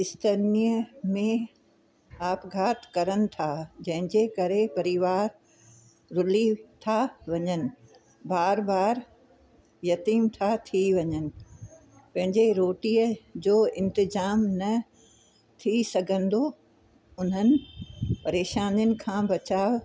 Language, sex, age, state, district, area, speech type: Sindhi, female, 60+, Uttar Pradesh, Lucknow, urban, spontaneous